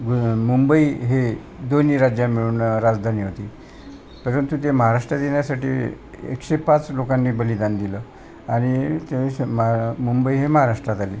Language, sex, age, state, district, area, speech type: Marathi, male, 60+, Maharashtra, Wardha, urban, spontaneous